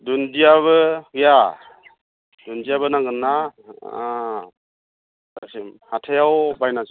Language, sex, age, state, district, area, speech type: Bodo, male, 45-60, Assam, Chirang, rural, conversation